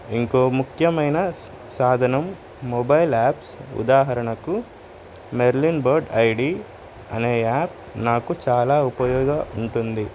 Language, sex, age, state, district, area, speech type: Telugu, male, 18-30, Telangana, Suryapet, urban, spontaneous